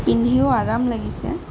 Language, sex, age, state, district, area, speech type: Assamese, female, 18-30, Assam, Sonitpur, rural, spontaneous